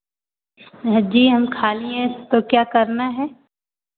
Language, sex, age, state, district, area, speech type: Hindi, female, 18-30, Uttar Pradesh, Azamgarh, urban, conversation